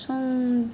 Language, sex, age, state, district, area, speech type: Bengali, female, 18-30, West Bengal, Malda, urban, spontaneous